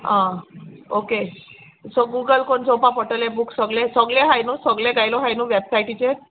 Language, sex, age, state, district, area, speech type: Goan Konkani, female, 30-45, Goa, Salcete, rural, conversation